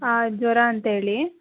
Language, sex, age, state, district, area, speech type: Kannada, female, 30-45, Karnataka, Hassan, rural, conversation